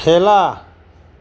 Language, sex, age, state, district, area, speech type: Assamese, male, 45-60, Assam, Charaideo, urban, read